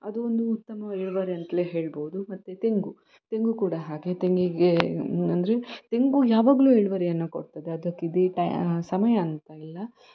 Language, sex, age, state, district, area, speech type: Kannada, female, 30-45, Karnataka, Shimoga, rural, spontaneous